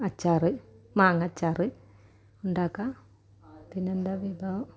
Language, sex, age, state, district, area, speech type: Malayalam, female, 45-60, Kerala, Malappuram, rural, spontaneous